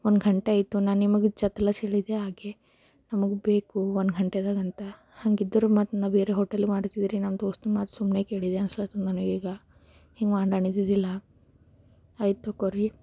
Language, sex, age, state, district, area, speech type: Kannada, female, 18-30, Karnataka, Bidar, rural, spontaneous